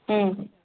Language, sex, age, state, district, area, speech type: Tamil, female, 60+, Tamil Nadu, Dharmapuri, urban, conversation